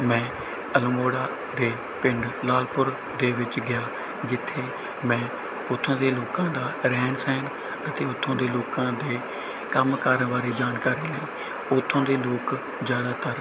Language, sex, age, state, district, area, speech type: Punjabi, male, 18-30, Punjab, Bathinda, rural, spontaneous